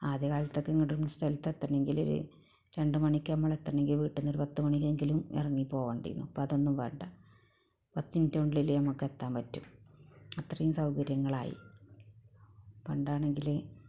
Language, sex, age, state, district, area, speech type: Malayalam, female, 45-60, Kerala, Malappuram, rural, spontaneous